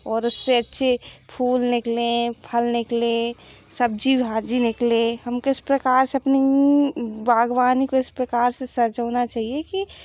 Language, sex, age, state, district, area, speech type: Hindi, female, 18-30, Madhya Pradesh, Seoni, urban, spontaneous